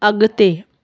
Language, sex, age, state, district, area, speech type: Sindhi, female, 30-45, Maharashtra, Thane, urban, read